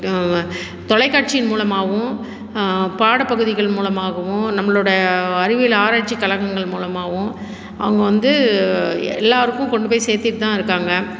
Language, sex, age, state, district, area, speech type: Tamil, female, 45-60, Tamil Nadu, Salem, urban, spontaneous